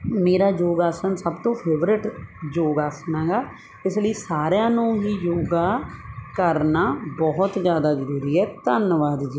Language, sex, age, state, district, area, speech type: Punjabi, female, 30-45, Punjab, Barnala, rural, spontaneous